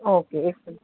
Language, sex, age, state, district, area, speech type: Sindhi, female, 60+, Uttar Pradesh, Lucknow, urban, conversation